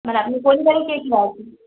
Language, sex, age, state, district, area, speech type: Bengali, female, 60+, West Bengal, Purulia, urban, conversation